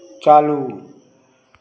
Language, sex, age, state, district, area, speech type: Hindi, male, 60+, Bihar, Madhepura, rural, read